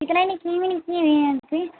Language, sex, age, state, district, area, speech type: Tamil, female, 18-30, Tamil Nadu, Kallakurichi, rural, conversation